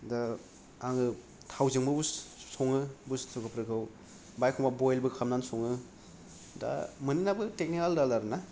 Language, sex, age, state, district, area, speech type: Bodo, male, 30-45, Assam, Kokrajhar, rural, spontaneous